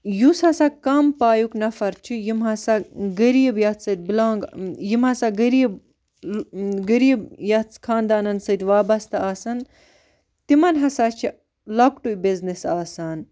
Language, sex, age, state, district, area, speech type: Kashmiri, female, 18-30, Jammu and Kashmir, Baramulla, rural, spontaneous